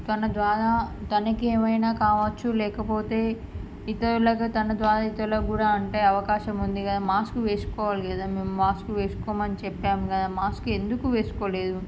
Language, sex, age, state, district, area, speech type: Telugu, female, 30-45, Andhra Pradesh, Srikakulam, urban, spontaneous